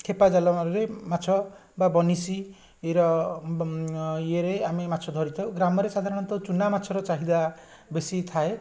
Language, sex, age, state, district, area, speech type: Odia, male, 45-60, Odisha, Puri, urban, spontaneous